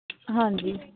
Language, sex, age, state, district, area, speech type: Punjabi, female, 18-30, Punjab, Barnala, rural, conversation